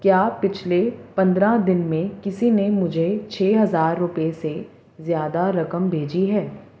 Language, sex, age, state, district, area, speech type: Urdu, female, 18-30, Uttar Pradesh, Ghaziabad, urban, read